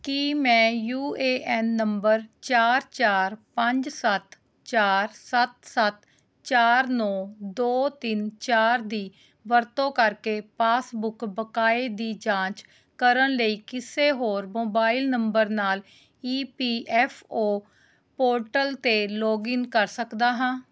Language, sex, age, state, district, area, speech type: Punjabi, female, 30-45, Punjab, Rupnagar, urban, read